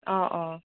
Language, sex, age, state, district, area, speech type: Assamese, female, 30-45, Assam, Morigaon, rural, conversation